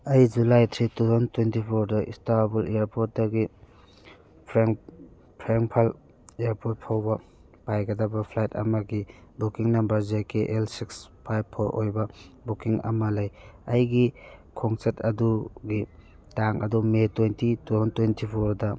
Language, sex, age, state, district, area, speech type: Manipuri, male, 30-45, Manipur, Churachandpur, rural, read